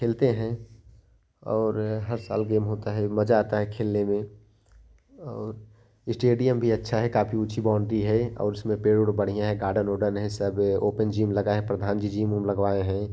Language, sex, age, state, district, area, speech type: Hindi, male, 18-30, Uttar Pradesh, Jaunpur, rural, spontaneous